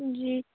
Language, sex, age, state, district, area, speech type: Hindi, female, 18-30, Madhya Pradesh, Bhopal, urban, conversation